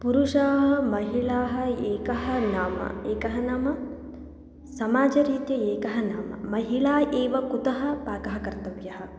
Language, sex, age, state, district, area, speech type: Sanskrit, female, 18-30, Karnataka, Chitradurga, rural, spontaneous